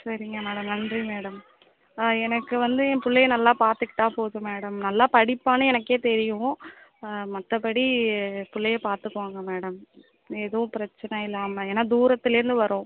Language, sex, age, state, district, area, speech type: Tamil, female, 18-30, Tamil Nadu, Mayiladuthurai, rural, conversation